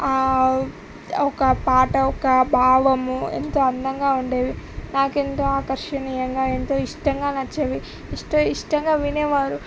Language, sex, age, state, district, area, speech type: Telugu, female, 18-30, Telangana, Medak, rural, spontaneous